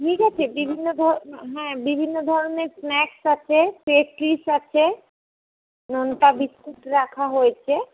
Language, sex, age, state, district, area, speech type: Bengali, female, 30-45, West Bengal, Paschim Bardhaman, urban, conversation